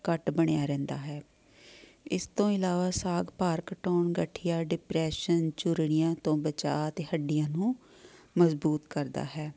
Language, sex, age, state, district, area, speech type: Punjabi, female, 45-60, Punjab, Amritsar, urban, spontaneous